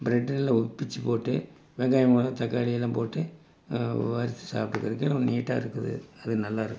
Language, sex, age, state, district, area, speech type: Tamil, male, 60+, Tamil Nadu, Tiruppur, rural, spontaneous